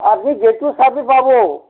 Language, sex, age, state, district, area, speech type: Assamese, male, 60+, Assam, Kamrup Metropolitan, urban, conversation